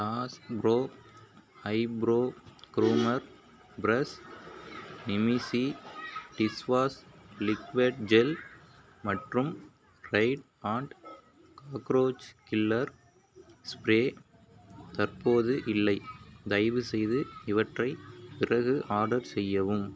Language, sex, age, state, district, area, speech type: Tamil, male, 45-60, Tamil Nadu, Mayiladuthurai, rural, read